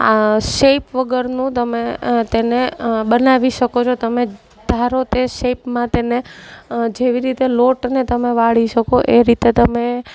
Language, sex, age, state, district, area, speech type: Gujarati, female, 30-45, Gujarat, Junagadh, urban, spontaneous